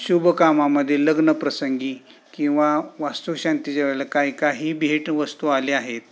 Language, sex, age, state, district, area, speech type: Marathi, male, 30-45, Maharashtra, Sangli, urban, spontaneous